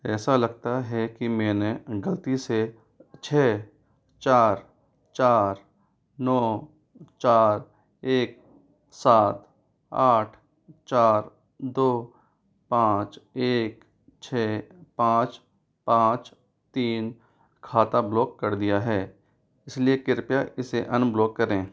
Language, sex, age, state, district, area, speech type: Hindi, male, 30-45, Rajasthan, Jaipur, urban, read